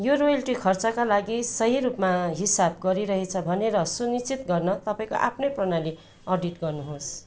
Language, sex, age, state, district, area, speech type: Nepali, female, 30-45, West Bengal, Darjeeling, rural, read